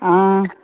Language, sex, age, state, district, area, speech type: Goan Konkani, female, 45-60, Goa, Murmgao, rural, conversation